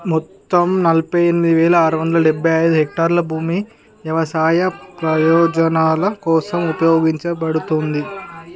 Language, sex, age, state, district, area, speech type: Telugu, male, 18-30, Andhra Pradesh, Visakhapatnam, urban, read